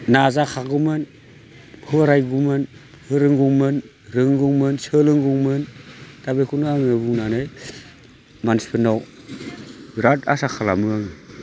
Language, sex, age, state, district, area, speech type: Bodo, male, 45-60, Assam, Chirang, rural, spontaneous